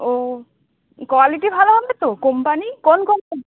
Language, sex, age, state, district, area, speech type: Bengali, female, 18-30, West Bengal, Uttar Dinajpur, rural, conversation